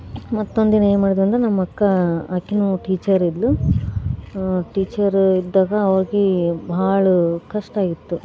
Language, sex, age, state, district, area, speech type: Kannada, female, 18-30, Karnataka, Gadag, rural, spontaneous